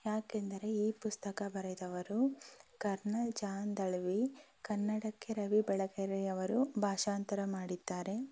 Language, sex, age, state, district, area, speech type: Kannada, female, 18-30, Karnataka, Shimoga, urban, spontaneous